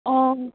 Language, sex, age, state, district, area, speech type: Assamese, female, 18-30, Assam, Dibrugarh, rural, conversation